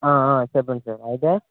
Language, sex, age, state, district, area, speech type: Telugu, male, 18-30, Telangana, Bhadradri Kothagudem, urban, conversation